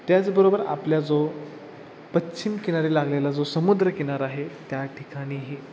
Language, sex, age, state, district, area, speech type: Marathi, male, 18-30, Maharashtra, Satara, urban, spontaneous